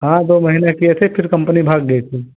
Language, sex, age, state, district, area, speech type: Hindi, male, 30-45, Uttar Pradesh, Ayodhya, rural, conversation